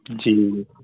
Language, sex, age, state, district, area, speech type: Urdu, male, 18-30, Uttar Pradesh, Azamgarh, rural, conversation